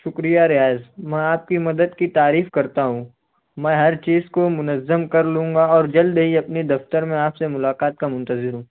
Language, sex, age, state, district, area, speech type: Urdu, male, 60+, Maharashtra, Nashik, urban, conversation